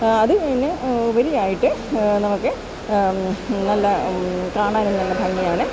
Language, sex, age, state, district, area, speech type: Malayalam, female, 60+, Kerala, Alappuzha, urban, spontaneous